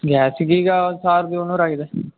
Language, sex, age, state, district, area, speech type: Kannada, male, 18-30, Karnataka, Uttara Kannada, rural, conversation